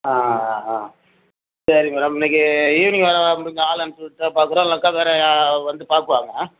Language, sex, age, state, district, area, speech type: Tamil, male, 30-45, Tamil Nadu, Thanjavur, rural, conversation